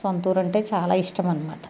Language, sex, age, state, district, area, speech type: Telugu, female, 60+, Andhra Pradesh, Eluru, rural, spontaneous